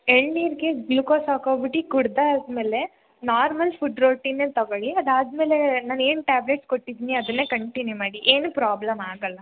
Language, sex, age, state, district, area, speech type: Kannada, female, 18-30, Karnataka, Hassan, urban, conversation